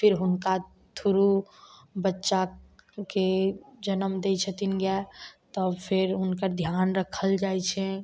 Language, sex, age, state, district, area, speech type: Maithili, female, 18-30, Bihar, Samastipur, urban, spontaneous